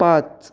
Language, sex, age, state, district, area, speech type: Marathi, male, 18-30, Maharashtra, Raigad, rural, read